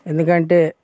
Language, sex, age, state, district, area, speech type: Telugu, male, 18-30, Telangana, Mancherial, rural, spontaneous